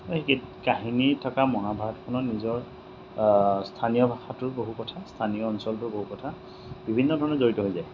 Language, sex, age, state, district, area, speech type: Assamese, male, 30-45, Assam, Majuli, urban, spontaneous